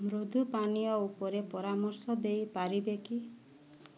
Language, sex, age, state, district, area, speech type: Odia, female, 30-45, Odisha, Boudh, rural, read